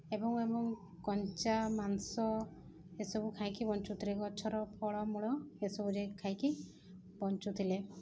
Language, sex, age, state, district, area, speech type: Odia, female, 30-45, Odisha, Sundergarh, urban, spontaneous